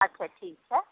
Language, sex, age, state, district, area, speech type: Maithili, female, 45-60, Bihar, Muzaffarpur, rural, conversation